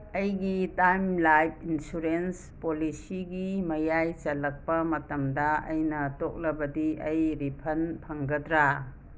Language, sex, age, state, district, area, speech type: Manipuri, female, 60+, Manipur, Imphal West, rural, read